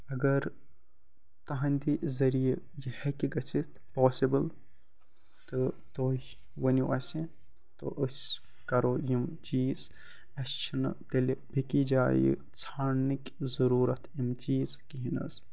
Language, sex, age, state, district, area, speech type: Kashmiri, male, 18-30, Jammu and Kashmir, Baramulla, rural, spontaneous